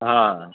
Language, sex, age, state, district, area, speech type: Urdu, male, 45-60, Uttar Pradesh, Mau, urban, conversation